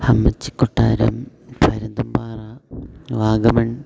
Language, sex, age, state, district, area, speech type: Malayalam, male, 18-30, Kerala, Idukki, rural, spontaneous